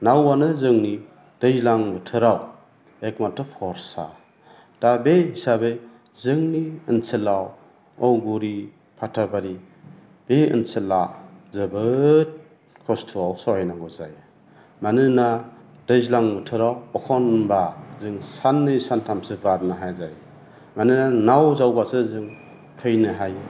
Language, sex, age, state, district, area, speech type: Bodo, male, 45-60, Assam, Chirang, rural, spontaneous